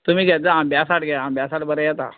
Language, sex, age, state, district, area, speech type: Goan Konkani, male, 45-60, Goa, Canacona, rural, conversation